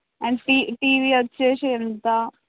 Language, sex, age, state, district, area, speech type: Telugu, female, 18-30, Andhra Pradesh, Visakhapatnam, urban, conversation